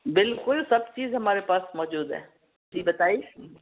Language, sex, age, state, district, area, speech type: Urdu, female, 60+, Delhi, South Delhi, urban, conversation